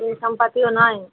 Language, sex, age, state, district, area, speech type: Bengali, female, 30-45, West Bengal, Murshidabad, rural, conversation